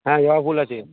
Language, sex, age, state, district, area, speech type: Bengali, male, 18-30, West Bengal, Uttar Dinajpur, urban, conversation